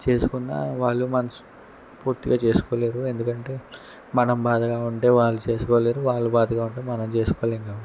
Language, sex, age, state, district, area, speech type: Telugu, male, 18-30, Andhra Pradesh, N T Rama Rao, rural, spontaneous